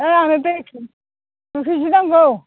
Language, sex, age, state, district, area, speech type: Bodo, female, 60+, Assam, Chirang, rural, conversation